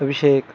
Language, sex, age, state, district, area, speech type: Punjabi, male, 18-30, Punjab, Shaheed Bhagat Singh Nagar, rural, spontaneous